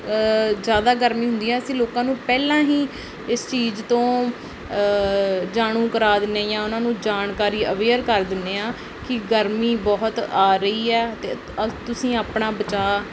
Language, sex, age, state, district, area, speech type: Punjabi, female, 18-30, Punjab, Pathankot, rural, spontaneous